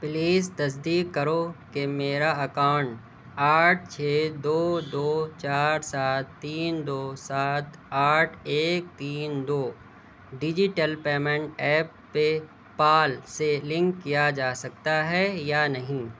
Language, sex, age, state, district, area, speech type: Urdu, male, 30-45, Uttar Pradesh, Shahjahanpur, urban, read